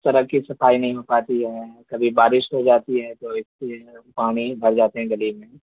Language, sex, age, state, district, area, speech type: Urdu, male, 18-30, Bihar, Purnia, rural, conversation